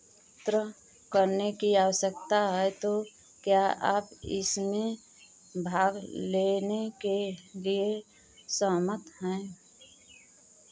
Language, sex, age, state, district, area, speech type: Hindi, female, 45-60, Uttar Pradesh, Mau, rural, read